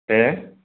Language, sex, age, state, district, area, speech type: Bodo, male, 30-45, Assam, Kokrajhar, rural, conversation